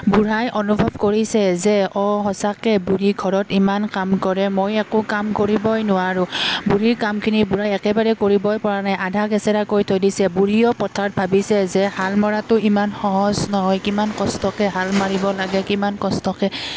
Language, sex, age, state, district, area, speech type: Assamese, female, 18-30, Assam, Udalguri, urban, spontaneous